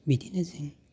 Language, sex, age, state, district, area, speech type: Bodo, male, 45-60, Assam, Baksa, rural, spontaneous